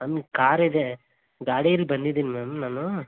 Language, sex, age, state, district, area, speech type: Kannada, male, 18-30, Karnataka, Davanagere, rural, conversation